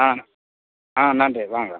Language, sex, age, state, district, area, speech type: Tamil, male, 60+, Tamil Nadu, Pudukkottai, rural, conversation